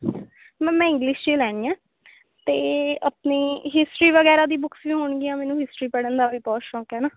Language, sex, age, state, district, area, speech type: Punjabi, female, 18-30, Punjab, Mohali, urban, conversation